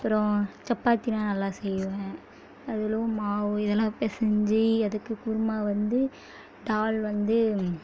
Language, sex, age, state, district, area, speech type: Tamil, female, 18-30, Tamil Nadu, Kallakurichi, rural, spontaneous